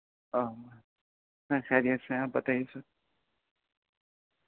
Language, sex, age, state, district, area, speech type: Urdu, male, 18-30, Delhi, North East Delhi, urban, conversation